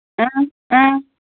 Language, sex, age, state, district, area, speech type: Manipuri, female, 60+, Manipur, Imphal East, rural, conversation